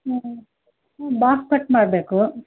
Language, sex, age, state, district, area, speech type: Kannada, female, 30-45, Karnataka, Mysore, rural, conversation